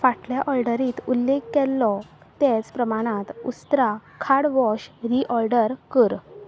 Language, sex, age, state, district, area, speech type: Goan Konkani, female, 18-30, Goa, Quepem, rural, read